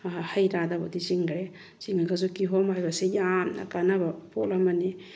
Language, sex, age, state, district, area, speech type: Manipuri, female, 45-60, Manipur, Bishnupur, rural, spontaneous